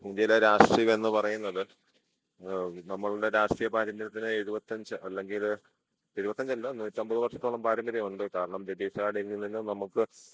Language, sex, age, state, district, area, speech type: Malayalam, male, 30-45, Kerala, Idukki, rural, spontaneous